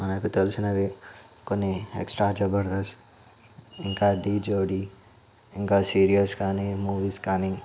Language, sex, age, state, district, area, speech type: Telugu, male, 18-30, Telangana, Ranga Reddy, urban, spontaneous